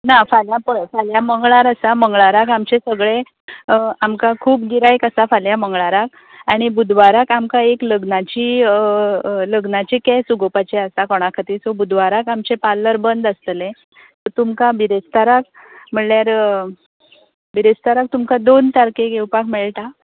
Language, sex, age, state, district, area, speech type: Goan Konkani, female, 30-45, Goa, Tiswadi, rural, conversation